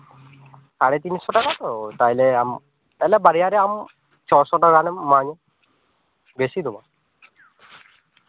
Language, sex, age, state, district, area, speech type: Santali, male, 18-30, West Bengal, Purba Bardhaman, rural, conversation